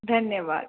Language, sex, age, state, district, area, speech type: Hindi, female, 18-30, Rajasthan, Jaipur, urban, conversation